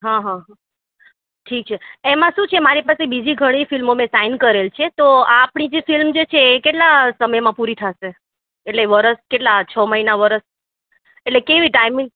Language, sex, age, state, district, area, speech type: Gujarati, female, 30-45, Gujarat, Ahmedabad, urban, conversation